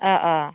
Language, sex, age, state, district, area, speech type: Bodo, female, 30-45, Assam, Baksa, rural, conversation